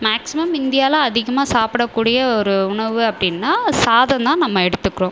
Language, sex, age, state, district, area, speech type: Tamil, female, 30-45, Tamil Nadu, Viluppuram, rural, spontaneous